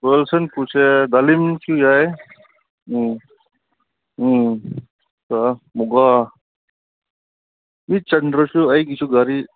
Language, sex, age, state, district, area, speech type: Manipuri, male, 45-60, Manipur, Ukhrul, rural, conversation